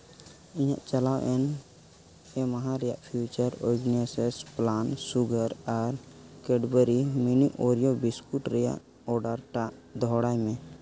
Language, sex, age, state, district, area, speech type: Santali, male, 18-30, Jharkhand, East Singhbhum, rural, read